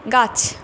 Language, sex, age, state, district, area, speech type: Bengali, female, 18-30, West Bengal, Purulia, rural, read